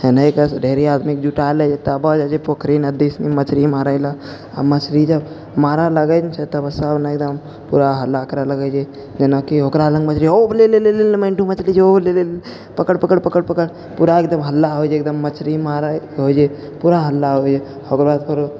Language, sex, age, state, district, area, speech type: Maithili, male, 45-60, Bihar, Purnia, rural, spontaneous